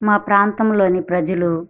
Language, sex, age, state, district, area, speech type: Telugu, female, 30-45, Andhra Pradesh, Kadapa, urban, spontaneous